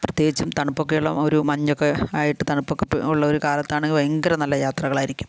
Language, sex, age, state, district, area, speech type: Malayalam, female, 60+, Kerala, Kasaragod, rural, spontaneous